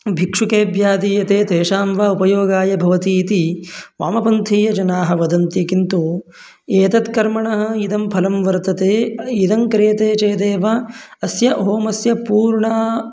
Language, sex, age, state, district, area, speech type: Sanskrit, male, 18-30, Karnataka, Mandya, rural, spontaneous